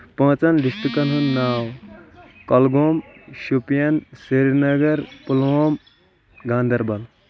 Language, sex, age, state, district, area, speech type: Kashmiri, male, 30-45, Jammu and Kashmir, Kulgam, rural, spontaneous